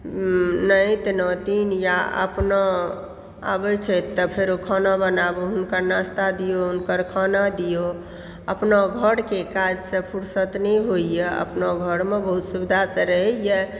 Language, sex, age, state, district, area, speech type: Maithili, female, 60+, Bihar, Supaul, rural, spontaneous